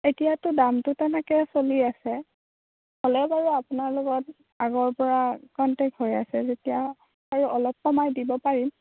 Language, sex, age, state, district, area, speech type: Assamese, female, 18-30, Assam, Darrang, rural, conversation